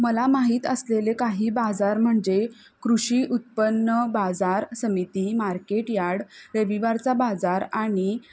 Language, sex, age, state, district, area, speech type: Marathi, female, 18-30, Maharashtra, Kolhapur, urban, spontaneous